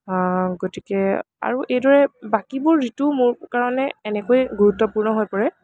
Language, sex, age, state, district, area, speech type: Assamese, female, 18-30, Assam, Kamrup Metropolitan, urban, spontaneous